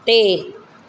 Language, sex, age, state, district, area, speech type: Punjabi, female, 45-60, Punjab, Kapurthala, rural, read